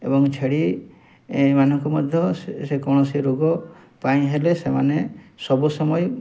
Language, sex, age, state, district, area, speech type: Odia, male, 45-60, Odisha, Mayurbhanj, rural, spontaneous